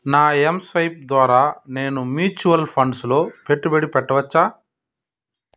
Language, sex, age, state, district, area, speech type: Telugu, male, 30-45, Andhra Pradesh, Chittoor, rural, read